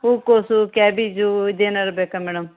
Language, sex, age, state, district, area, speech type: Kannada, female, 30-45, Karnataka, Uttara Kannada, rural, conversation